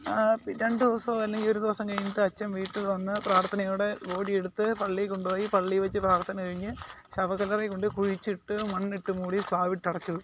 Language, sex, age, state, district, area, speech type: Malayalam, male, 18-30, Kerala, Alappuzha, rural, spontaneous